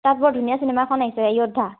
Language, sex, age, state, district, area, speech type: Assamese, female, 18-30, Assam, Charaideo, urban, conversation